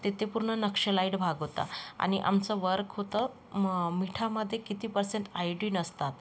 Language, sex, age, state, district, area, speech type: Marathi, female, 30-45, Maharashtra, Yavatmal, rural, spontaneous